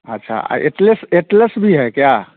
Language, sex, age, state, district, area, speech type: Hindi, male, 30-45, Bihar, Samastipur, urban, conversation